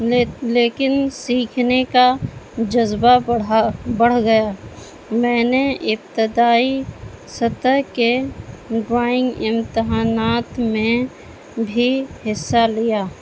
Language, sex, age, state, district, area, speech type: Urdu, female, 30-45, Bihar, Gaya, rural, spontaneous